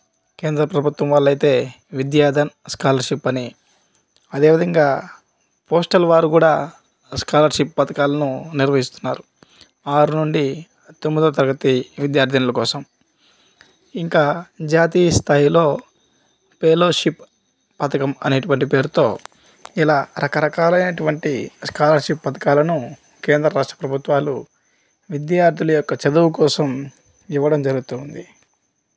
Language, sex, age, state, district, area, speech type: Telugu, male, 30-45, Andhra Pradesh, Kadapa, rural, spontaneous